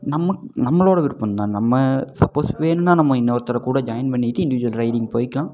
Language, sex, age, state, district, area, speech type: Tamil, male, 18-30, Tamil Nadu, Namakkal, rural, spontaneous